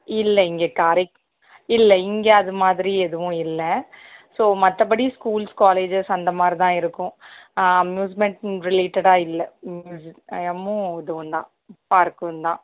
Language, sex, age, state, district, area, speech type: Tamil, female, 18-30, Tamil Nadu, Sivaganga, rural, conversation